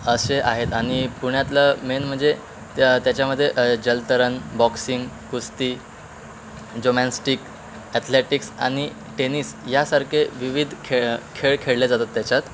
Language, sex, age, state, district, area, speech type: Marathi, male, 18-30, Maharashtra, Wardha, urban, spontaneous